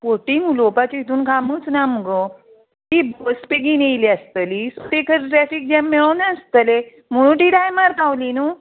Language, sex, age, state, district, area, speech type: Goan Konkani, female, 45-60, Goa, Murmgao, rural, conversation